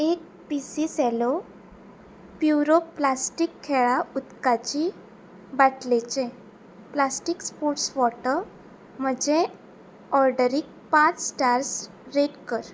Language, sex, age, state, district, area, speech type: Goan Konkani, female, 18-30, Goa, Ponda, rural, read